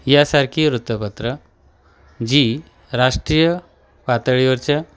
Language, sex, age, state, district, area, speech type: Marathi, male, 45-60, Maharashtra, Nashik, urban, spontaneous